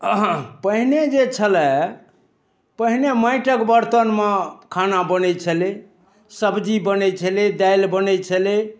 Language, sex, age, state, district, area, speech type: Maithili, male, 60+, Bihar, Darbhanga, rural, spontaneous